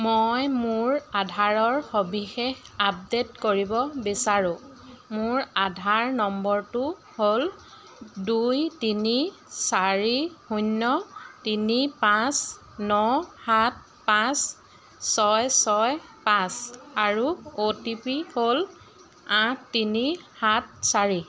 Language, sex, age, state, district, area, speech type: Assamese, female, 45-60, Assam, Jorhat, urban, read